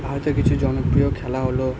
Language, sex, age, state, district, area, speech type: Bengali, male, 18-30, West Bengal, Purba Bardhaman, urban, spontaneous